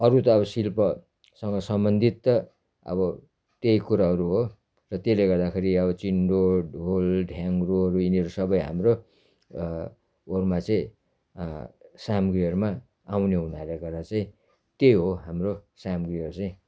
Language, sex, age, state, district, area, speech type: Nepali, male, 60+, West Bengal, Darjeeling, rural, spontaneous